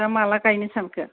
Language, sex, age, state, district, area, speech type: Bodo, female, 45-60, Assam, Kokrajhar, rural, conversation